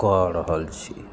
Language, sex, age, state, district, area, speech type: Maithili, male, 45-60, Bihar, Madhubani, rural, spontaneous